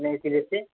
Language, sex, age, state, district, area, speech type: Hindi, male, 18-30, Uttar Pradesh, Azamgarh, rural, conversation